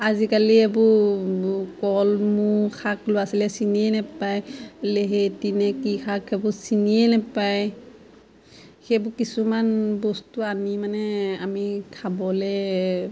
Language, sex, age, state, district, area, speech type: Assamese, female, 30-45, Assam, Majuli, urban, spontaneous